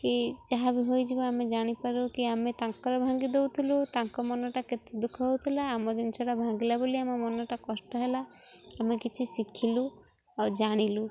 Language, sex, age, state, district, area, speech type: Odia, female, 18-30, Odisha, Jagatsinghpur, rural, spontaneous